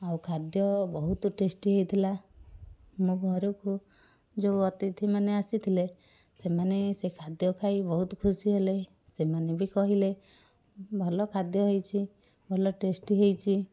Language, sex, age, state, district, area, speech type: Odia, female, 30-45, Odisha, Cuttack, urban, spontaneous